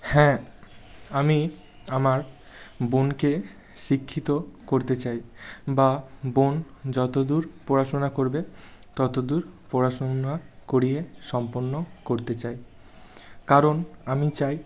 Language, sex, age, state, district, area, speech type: Bengali, male, 18-30, West Bengal, Bankura, urban, spontaneous